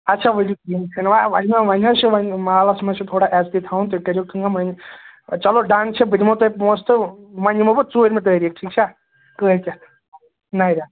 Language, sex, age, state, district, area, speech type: Kashmiri, male, 18-30, Jammu and Kashmir, Srinagar, urban, conversation